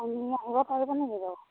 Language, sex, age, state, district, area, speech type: Assamese, female, 30-45, Assam, Majuli, urban, conversation